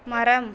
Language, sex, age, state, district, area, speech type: Tamil, female, 18-30, Tamil Nadu, Cuddalore, rural, read